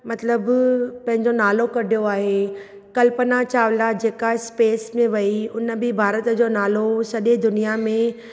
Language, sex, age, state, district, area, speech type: Sindhi, female, 45-60, Maharashtra, Thane, urban, spontaneous